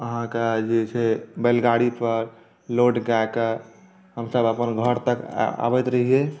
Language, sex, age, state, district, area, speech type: Maithili, male, 30-45, Bihar, Saharsa, urban, spontaneous